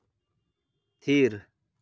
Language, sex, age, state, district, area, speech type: Santali, male, 18-30, West Bengal, Purba Bardhaman, rural, read